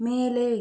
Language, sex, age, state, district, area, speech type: Tamil, female, 18-30, Tamil Nadu, Pudukkottai, rural, read